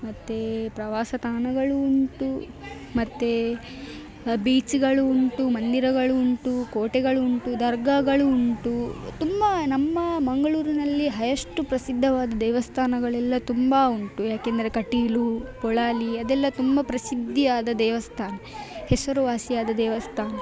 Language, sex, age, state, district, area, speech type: Kannada, female, 18-30, Karnataka, Dakshina Kannada, rural, spontaneous